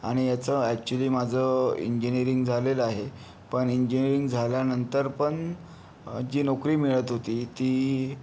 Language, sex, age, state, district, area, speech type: Marathi, male, 30-45, Maharashtra, Yavatmal, rural, spontaneous